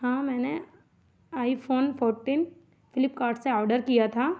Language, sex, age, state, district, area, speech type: Hindi, female, 18-30, Madhya Pradesh, Chhindwara, urban, spontaneous